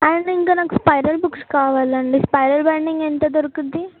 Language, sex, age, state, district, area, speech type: Telugu, female, 18-30, Telangana, Yadadri Bhuvanagiri, urban, conversation